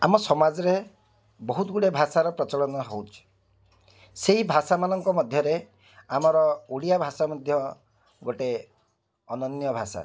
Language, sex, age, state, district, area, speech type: Odia, male, 45-60, Odisha, Cuttack, urban, spontaneous